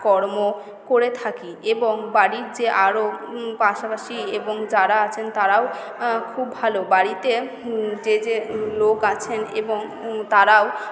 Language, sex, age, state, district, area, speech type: Bengali, female, 30-45, West Bengal, Purba Bardhaman, urban, spontaneous